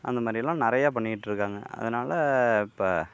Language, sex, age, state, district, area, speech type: Tamil, male, 45-60, Tamil Nadu, Mayiladuthurai, urban, spontaneous